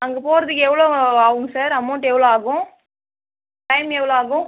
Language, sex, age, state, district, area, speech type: Tamil, female, 30-45, Tamil Nadu, Viluppuram, rural, conversation